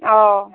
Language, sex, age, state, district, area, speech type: Assamese, female, 18-30, Assam, Barpeta, rural, conversation